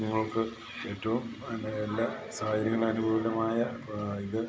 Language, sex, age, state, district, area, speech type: Malayalam, male, 45-60, Kerala, Idukki, rural, spontaneous